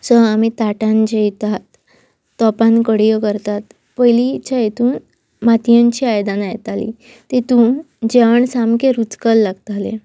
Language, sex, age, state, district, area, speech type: Goan Konkani, female, 18-30, Goa, Pernem, rural, spontaneous